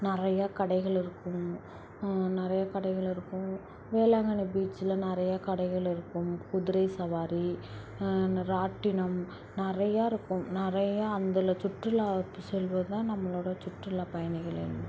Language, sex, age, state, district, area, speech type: Tamil, female, 18-30, Tamil Nadu, Thanjavur, rural, spontaneous